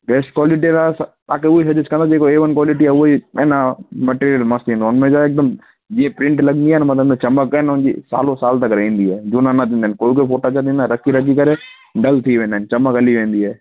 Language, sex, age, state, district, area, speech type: Sindhi, male, 18-30, Gujarat, Kutch, urban, conversation